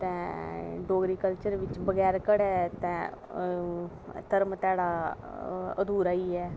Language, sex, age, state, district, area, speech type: Dogri, female, 30-45, Jammu and Kashmir, Kathua, rural, spontaneous